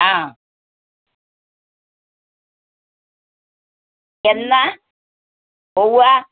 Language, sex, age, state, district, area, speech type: Malayalam, female, 60+, Kerala, Malappuram, rural, conversation